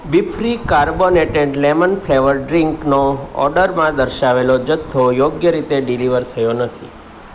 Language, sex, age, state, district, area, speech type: Gujarati, male, 45-60, Gujarat, Surat, urban, read